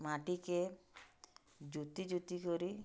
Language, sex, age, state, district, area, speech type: Odia, female, 45-60, Odisha, Bargarh, urban, spontaneous